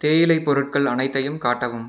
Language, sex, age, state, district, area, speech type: Tamil, male, 18-30, Tamil Nadu, Salem, urban, read